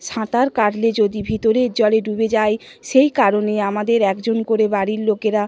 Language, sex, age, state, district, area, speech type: Bengali, female, 30-45, West Bengal, Nadia, rural, spontaneous